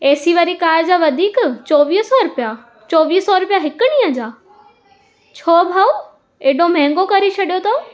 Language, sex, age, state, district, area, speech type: Sindhi, female, 18-30, Maharashtra, Mumbai Suburban, urban, spontaneous